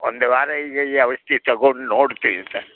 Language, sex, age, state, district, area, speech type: Kannada, male, 60+, Karnataka, Mysore, urban, conversation